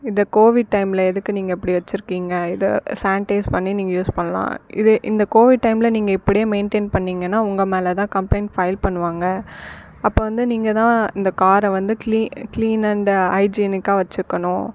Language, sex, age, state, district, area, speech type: Tamil, female, 45-60, Tamil Nadu, Viluppuram, urban, spontaneous